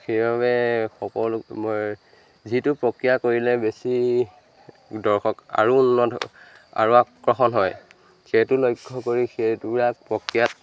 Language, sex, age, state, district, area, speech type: Assamese, male, 18-30, Assam, Majuli, urban, spontaneous